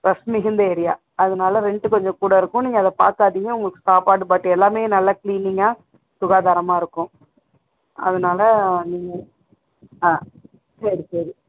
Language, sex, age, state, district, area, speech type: Tamil, female, 60+, Tamil Nadu, Sivaganga, rural, conversation